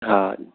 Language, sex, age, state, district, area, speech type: Sindhi, male, 18-30, Maharashtra, Thane, urban, conversation